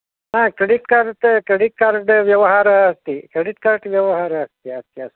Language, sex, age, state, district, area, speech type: Sanskrit, male, 60+, Karnataka, Udupi, urban, conversation